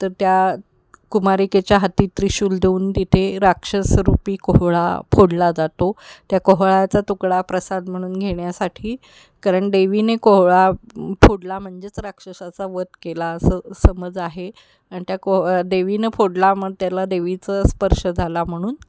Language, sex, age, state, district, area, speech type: Marathi, female, 45-60, Maharashtra, Kolhapur, urban, spontaneous